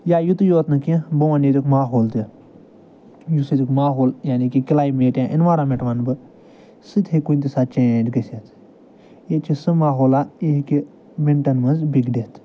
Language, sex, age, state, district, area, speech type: Kashmiri, male, 45-60, Jammu and Kashmir, Ganderbal, urban, spontaneous